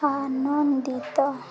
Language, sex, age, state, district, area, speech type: Odia, female, 18-30, Odisha, Nuapada, urban, read